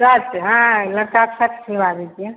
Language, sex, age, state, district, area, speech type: Hindi, female, 45-60, Bihar, Begusarai, rural, conversation